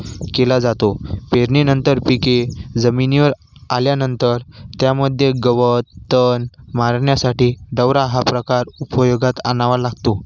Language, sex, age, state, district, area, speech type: Marathi, male, 18-30, Maharashtra, Washim, rural, spontaneous